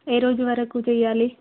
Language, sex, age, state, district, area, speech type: Telugu, female, 18-30, Telangana, Jayashankar, urban, conversation